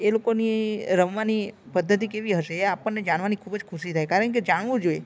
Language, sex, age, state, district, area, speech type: Gujarati, male, 30-45, Gujarat, Narmada, urban, spontaneous